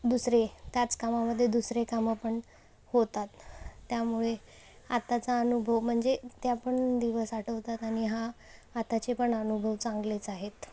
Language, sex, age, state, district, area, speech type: Marathi, female, 30-45, Maharashtra, Solapur, urban, spontaneous